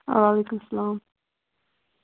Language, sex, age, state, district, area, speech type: Kashmiri, female, 30-45, Jammu and Kashmir, Bandipora, rural, conversation